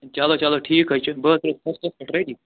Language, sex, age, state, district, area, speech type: Kashmiri, male, 30-45, Jammu and Kashmir, Anantnag, rural, conversation